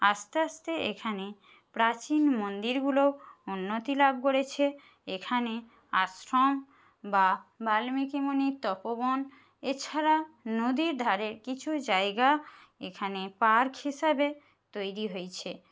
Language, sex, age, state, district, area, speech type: Bengali, female, 30-45, West Bengal, Jhargram, rural, spontaneous